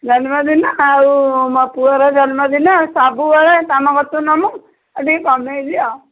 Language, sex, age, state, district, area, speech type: Odia, female, 45-60, Odisha, Angul, rural, conversation